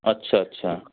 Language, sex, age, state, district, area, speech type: Hindi, male, 30-45, Uttar Pradesh, Chandauli, rural, conversation